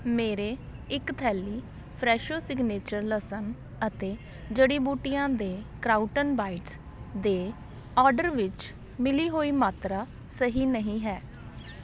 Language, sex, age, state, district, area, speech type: Punjabi, female, 30-45, Punjab, Patiala, rural, read